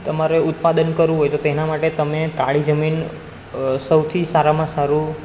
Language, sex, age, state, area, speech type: Gujarati, male, 18-30, Gujarat, urban, spontaneous